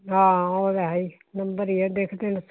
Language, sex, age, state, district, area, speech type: Punjabi, female, 45-60, Punjab, Hoshiarpur, urban, conversation